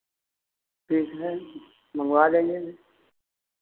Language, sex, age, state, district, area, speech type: Hindi, male, 60+, Uttar Pradesh, Lucknow, rural, conversation